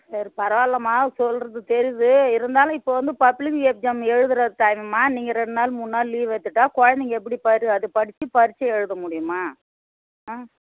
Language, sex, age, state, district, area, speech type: Tamil, female, 45-60, Tamil Nadu, Tiruvannamalai, rural, conversation